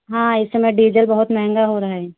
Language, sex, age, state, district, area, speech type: Hindi, female, 30-45, Uttar Pradesh, Hardoi, rural, conversation